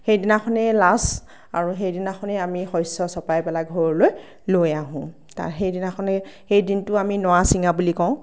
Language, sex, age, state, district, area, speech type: Assamese, female, 18-30, Assam, Darrang, rural, spontaneous